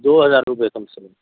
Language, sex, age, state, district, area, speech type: Urdu, male, 60+, Delhi, Central Delhi, urban, conversation